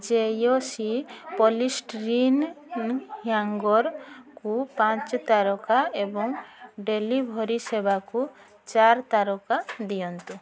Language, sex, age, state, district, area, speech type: Odia, female, 45-60, Odisha, Mayurbhanj, rural, read